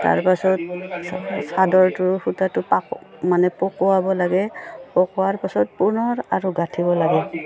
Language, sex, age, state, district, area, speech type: Assamese, female, 45-60, Assam, Udalguri, rural, spontaneous